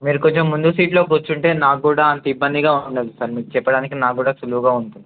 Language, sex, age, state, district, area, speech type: Telugu, male, 18-30, Telangana, Adilabad, rural, conversation